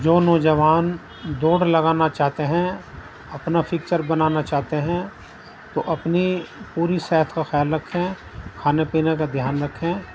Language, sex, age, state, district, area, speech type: Urdu, male, 60+, Uttar Pradesh, Muzaffarnagar, urban, spontaneous